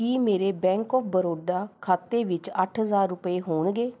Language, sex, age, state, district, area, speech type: Punjabi, female, 30-45, Punjab, Rupnagar, urban, read